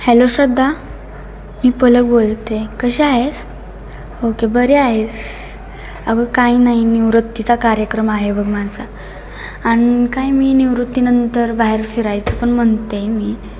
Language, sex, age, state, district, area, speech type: Marathi, female, 18-30, Maharashtra, Satara, urban, spontaneous